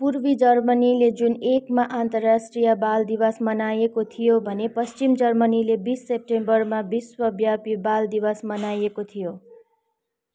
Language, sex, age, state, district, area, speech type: Nepali, female, 30-45, West Bengal, Kalimpong, rural, read